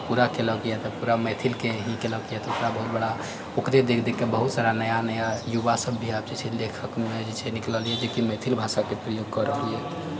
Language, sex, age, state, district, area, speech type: Maithili, male, 45-60, Bihar, Purnia, rural, spontaneous